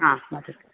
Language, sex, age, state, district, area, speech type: Sanskrit, female, 45-60, Tamil Nadu, Thanjavur, urban, conversation